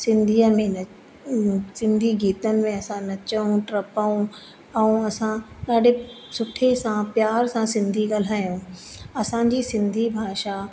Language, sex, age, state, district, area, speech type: Sindhi, female, 30-45, Madhya Pradesh, Katni, urban, spontaneous